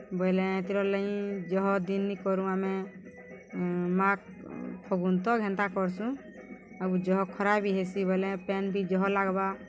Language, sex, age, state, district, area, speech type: Odia, female, 60+, Odisha, Balangir, urban, spontaneous